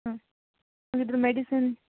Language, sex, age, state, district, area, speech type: Kannada, female, 18-30, Karnataka, Shimoga, rural, conversation